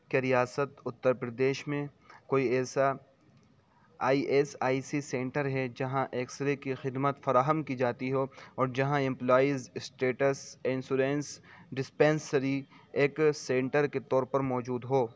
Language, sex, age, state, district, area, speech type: Urdu, male, 18-30, Uttar Pradesh, Saharanpur, urban, read